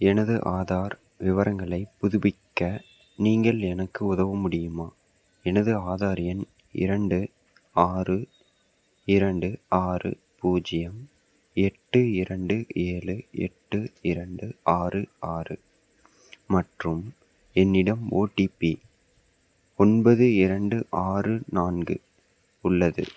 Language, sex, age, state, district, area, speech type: Tamil, male, 18-30, Tamil Nadu, Salem, rural, read